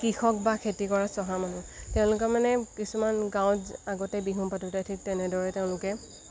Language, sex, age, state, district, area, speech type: Assamese, female, 18-30, Assam, Lakhimpur, rural, spontaneous